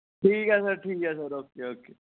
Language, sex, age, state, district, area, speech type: Dogri, male, 18-30, Jammu and Kashmir, Samba, urban, conversation